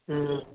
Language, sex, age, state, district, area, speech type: Hindi, female, 60+, Bihar, Madhepura, urban, conversation